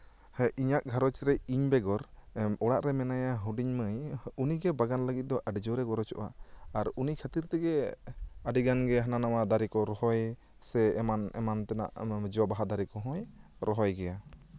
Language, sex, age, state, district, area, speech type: Santali, male, 30-45, West Bengal, Bankura, rural, spontaneous